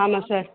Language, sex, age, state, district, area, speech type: Tamil, female, 60+, Tamil Nadu, Nilgiris, rural, conversation